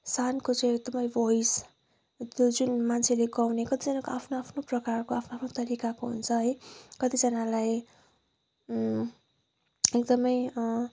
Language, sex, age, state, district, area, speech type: Nepali, female, 18-30, West Bengal, Kalimpong, rural, spontaneous